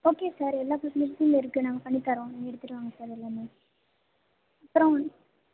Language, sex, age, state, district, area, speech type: Tamil, female, 18-30, Tamil Nadu, Thanjavur, rural, conversation